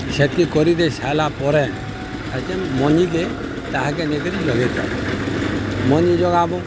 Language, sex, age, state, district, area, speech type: Odia, male, 60+, Odisha, Balangir, urban, spontaneous